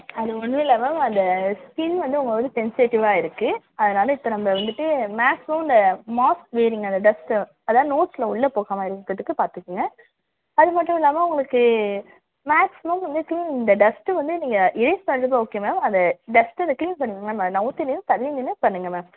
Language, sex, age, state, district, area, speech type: Tamil, female, 18-30, Tamil Nadu, Thanjavur, urban, conversation